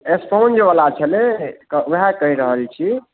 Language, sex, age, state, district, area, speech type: Maithili, male, 18-30, Bihar, Darbhanga, rural, conversation